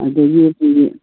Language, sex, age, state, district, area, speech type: Manipuri, female, 45-60, Manipur, Kangpokpi, urban, conversation